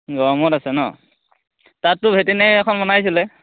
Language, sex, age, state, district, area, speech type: Assamese, male, 18-30, Assam, Majuli, urban, conversation